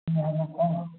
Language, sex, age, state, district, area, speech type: Hindi, male, 18-30, Bihar, Begusarai, rural, conversation